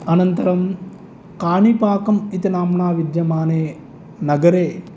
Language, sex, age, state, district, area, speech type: Sanskrit, male, 30-45, Andhra Pradesh, East Godavari, rural, spontaneous